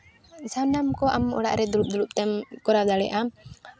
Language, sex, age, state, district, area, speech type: Santali, female, 18-30, Jharkhand, Seraikela Kharsawan, rural, spontaneous